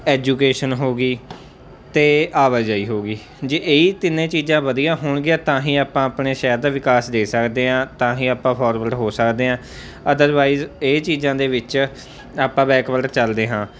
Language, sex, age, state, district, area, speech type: Punjabi, male, 18-30, Punjab, Mansa, urban, spontaneous